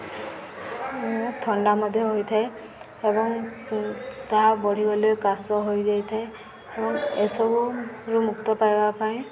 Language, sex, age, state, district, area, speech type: Odia, female, 18-30, Odisha, Subarnapur, urban, spontaneous